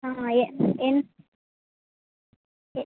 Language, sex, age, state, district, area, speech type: Tamil, female, 18-30, Tamil Nadu, Vellore, urban, conversation